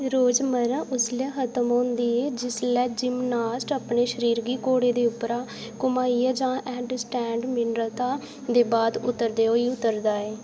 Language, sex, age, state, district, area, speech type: Dogri, female, 18-30, Jammu and Kashmir, Udhampur, rural, read